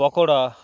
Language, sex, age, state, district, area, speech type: Bengali, male, 18-30, West Bengal, Uttar Dinajpur, urban, spontaneous